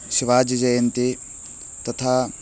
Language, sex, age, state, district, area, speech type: Sanskrit, male, 18-30, Karnataka, Bagalkot, rural, spontaneous